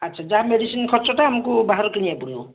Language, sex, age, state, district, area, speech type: Odia, male, 45-60, Odisha, Bhadrak, rural, conversation